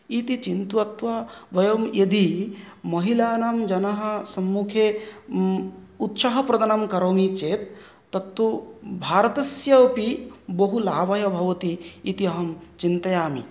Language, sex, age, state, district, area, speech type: Sanskrit, male, 30-45, West Bengal, North 24 Parganas, rural, spontaneous